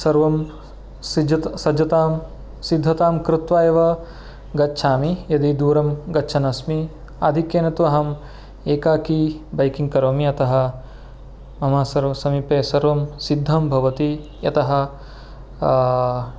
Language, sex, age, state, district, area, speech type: Sanskrit, male, 30-45, Karnataka, Uttara Kannada, rural, spontaneous